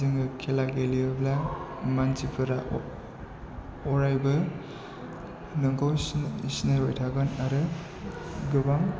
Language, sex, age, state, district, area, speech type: Bodo, male, 30-45, Assam, Chirang, rural, spontaneous